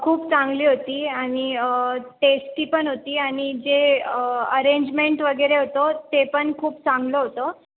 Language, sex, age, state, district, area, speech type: Marathi, female, 18-30, Maharashtra, Sindhudurg, rural, conversation